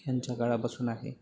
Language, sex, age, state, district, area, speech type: Marathi, male, 18-30, Maharashtra, Sindhudurg, rural, spontaneous